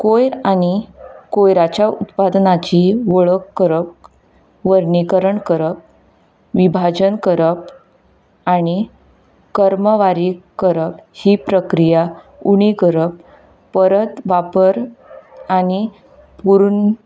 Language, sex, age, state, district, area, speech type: Goan Konkani, female, 18-30, Goa, Ponda, rural, spontaneous